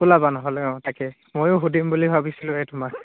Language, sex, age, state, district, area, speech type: Assamese, male, 18-30, Assam, Charaideo, rural, conversation